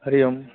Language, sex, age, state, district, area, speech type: Sanskrit, male, 18-30, West Bengal, Cooch Behar, rural, conversation